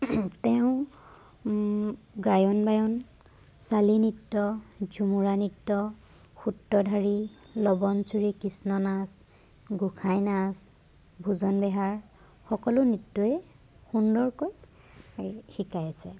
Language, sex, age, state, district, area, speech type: Assamese, female, 18-30, Assam, Jorhat, urban, spontaneous